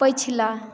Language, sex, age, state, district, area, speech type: Maithili, female, 18-30, Bihar, Madhubani, rural, read